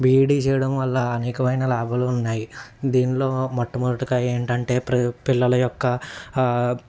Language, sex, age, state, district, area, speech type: Telugu, male, 30-45, Andhra Pradesh, N T Rama Rao, urban, spontaneous